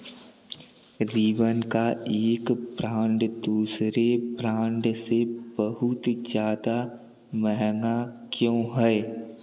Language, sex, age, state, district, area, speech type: Hindi, male, 18-30, Uttar Pradesh, Jaunpur, urban, read